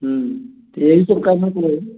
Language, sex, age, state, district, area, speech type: Hindi, male, 60+, Bihar, Samastipur, urban, conversation